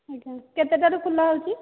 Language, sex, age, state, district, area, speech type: Odia, female, 30-45, Odisha, Dhenkanal, rural, conversation